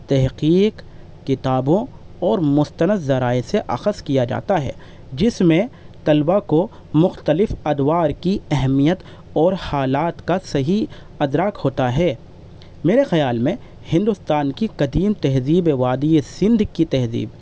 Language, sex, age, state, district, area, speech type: Urdu, male, 30-45, Delhi, East Delhi, urban, spontaneous